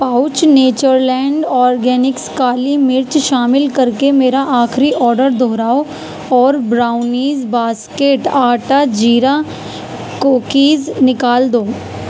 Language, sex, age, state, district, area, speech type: Urdu, female, 18-30, Uttar Pradesh, Gautam Buddha Nagar, rural, read